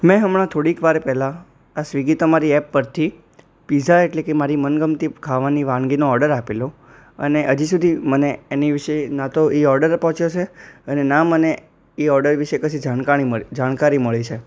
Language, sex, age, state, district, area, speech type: Gujarati, male, 18-30, Gujarat, Anand, urban, spontaneous